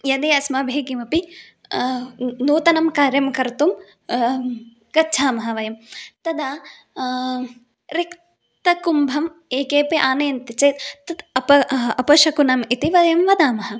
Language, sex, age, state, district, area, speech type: Sanskrit, female, 18-30, Karnataka, Hassan, urban, spontaneous